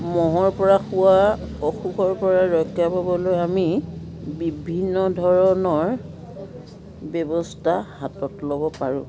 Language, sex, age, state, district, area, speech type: Assamese, female, 60+, Assam, Biswanath, rural, spontaneous